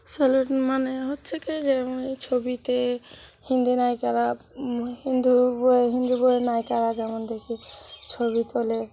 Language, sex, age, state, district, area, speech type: Bengali, female, 30-45, West Bengal, Cooch Behar, urban, spontaneous